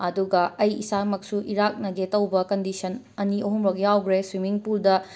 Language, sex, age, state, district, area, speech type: Manipuri, female, 45-60, Manipur, Imphal West, urban, spontaneous